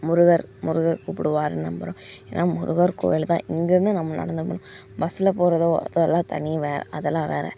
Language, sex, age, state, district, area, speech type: Tamil, female, 18-30, Tamil Nadu, Coimbatore, rural, spontaneous